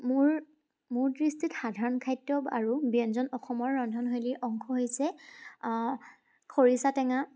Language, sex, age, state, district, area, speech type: Assamese, female, 18-30, Assam, Charaideo, urban, spontaneous